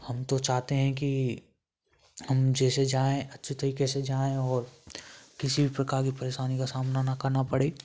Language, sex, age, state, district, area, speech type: Hindi, male, 18-30, Rajasthan, Bharatpur, rural, spontaneous